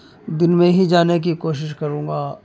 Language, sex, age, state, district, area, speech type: Urdu, male, 30-45, Uttar Pradesh, Muzaffarnagar, urban, spontaneous